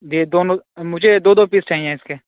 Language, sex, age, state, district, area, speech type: Urdu, male, 18-30, Uttar Pradesh, Saharanpur, urban, conversation